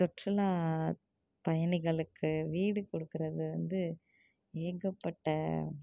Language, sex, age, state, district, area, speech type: Tamil, female, 30-45, Tamil Nadu, Tiruvarur, rural, spontaneous